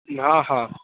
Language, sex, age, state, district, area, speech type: Maithili, male, 18-30, Bihar, Darbhanga, rural, conversation